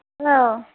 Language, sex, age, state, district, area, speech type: Bodo, other, 30-45, Assam, Kokrajhar, rural, conversation